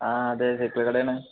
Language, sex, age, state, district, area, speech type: Malayalam, male, 18-30, Kerala, Palakkad, rural, conversation